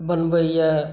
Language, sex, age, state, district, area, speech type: Maithili, male, 45-60, Bihar, Saharsa, rural, spontaneous